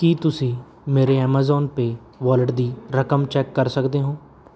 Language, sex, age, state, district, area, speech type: Punjabi, male, 18-30, Punjab, Bathinda, urban, read